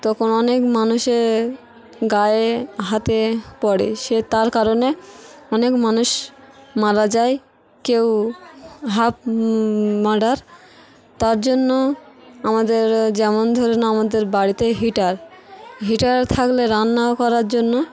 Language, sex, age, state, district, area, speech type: Bengali, female, 18-30, West Bengal, Dakshin Dinajpur, urban, spontaneous